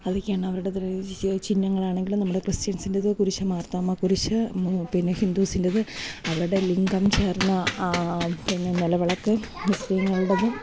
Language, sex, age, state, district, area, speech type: Malayalam, female, 30-45, Kerala, Thiruvananthapuram, urban, spontaneous